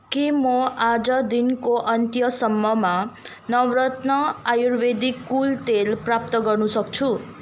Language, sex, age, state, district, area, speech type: Nepali, female, 18-30, West Bengal, Kalimpong, rural, read